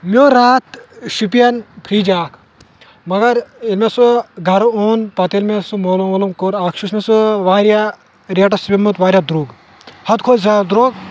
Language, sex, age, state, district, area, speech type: Kashmiri, male, 18-30, Jammu and Kashmir, Shopian, rural, spontaneous